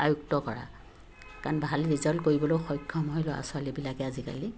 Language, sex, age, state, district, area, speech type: Assamese, female, 45-60, Assam, Sivasagar, urban, spontaneous